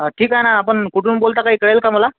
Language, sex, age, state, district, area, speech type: Marathi, male, 18-30, Maharashtra, Washim, rural, conversation